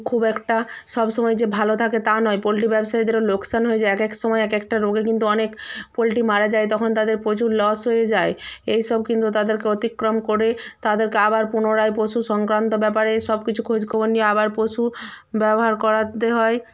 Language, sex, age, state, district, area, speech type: Bengali, female, 45-60, West Bengal, Purba Medinipur, rural, spontaneous